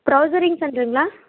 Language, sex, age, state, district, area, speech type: Tamil, female, 18-30, Tamil Nadu, Namakkal, rural, conversation